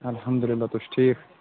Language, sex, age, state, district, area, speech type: Kashmiri, female, 18-30, Jammu and Kashmir, Kulgam, rural, conversation